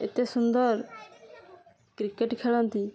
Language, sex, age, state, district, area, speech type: Odia, female, 18-30, Odisha, Balasore, rural, spontaneous